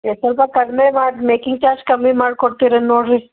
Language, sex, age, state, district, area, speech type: Kannada, female, 30-45, Karnataka, Bidar, urban, conversation